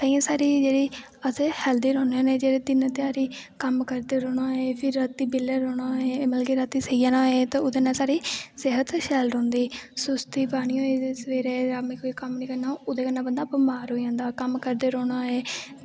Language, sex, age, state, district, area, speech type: Dogri, female, 18-30, Jammu and Kashmir, Kathua, rural, spontaneous